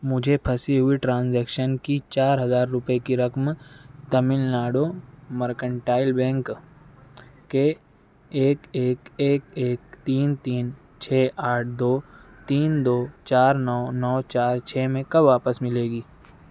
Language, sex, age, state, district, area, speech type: Urdu, male, 60+, Maharashtra, Nashik, urban, read